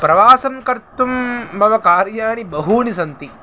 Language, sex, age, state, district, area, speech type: Sanskrit, male, 18-30, Tamil Nadu, Chennai, rural, spontaneous